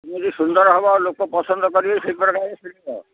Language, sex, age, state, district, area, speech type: Odia, male, 60+, Odisha, Gajapati, rural, conversation